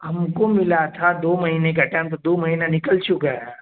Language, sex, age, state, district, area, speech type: Urdu, male, 18-30, Bihar, Darbhanga, urban, conversation